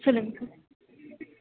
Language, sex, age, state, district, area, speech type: Tamil, female, 30-45, Tamil Nadu, Nilgiris, rural, conversation